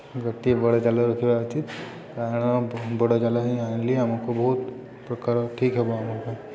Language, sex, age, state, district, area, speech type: Odia, male, 18-30, Odisha, Subarnapur, urban, spontaneous